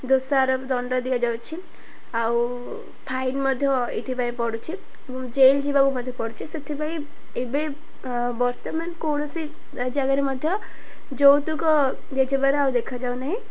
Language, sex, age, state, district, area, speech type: Odia, female, 18-30, Odisha, Ganjam, urban, spontaneous